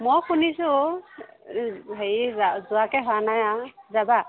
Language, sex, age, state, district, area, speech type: Assamese, female, 60+, Assam, Morigaon, rural, conversation